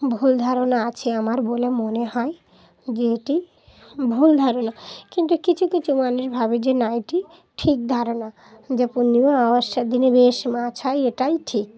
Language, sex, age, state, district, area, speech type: Bengali, female, 30-45, West Bengal, Dakshin Dinajpur, urban, spontaneous